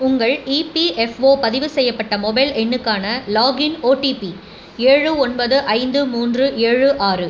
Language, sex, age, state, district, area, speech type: Tamil, female, 30-45, Tamil Nadu, Cuddalore, urban, read